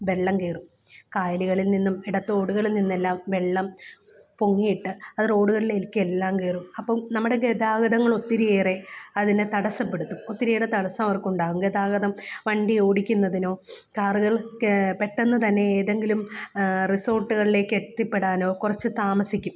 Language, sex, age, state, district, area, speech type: Malayalam, female, 30-45, Kerala, Alappuzha, rural, spontaneous